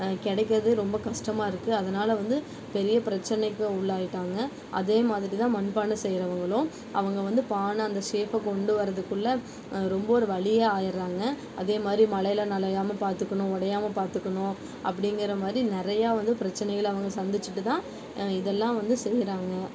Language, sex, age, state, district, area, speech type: Tamil, female, 18-30, Tamil Nadu, Erode, rural, spontaneous